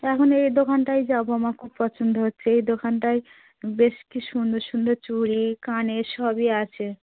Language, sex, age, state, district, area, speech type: Bengali, female, 45-60, West Bengal, South 24 Parganas, rural, conversation